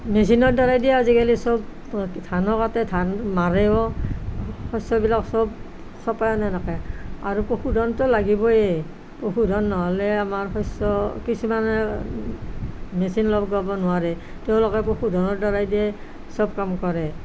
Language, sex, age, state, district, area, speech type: Assamese, female, 60+, Assam, Nalbari, rural, spontaneous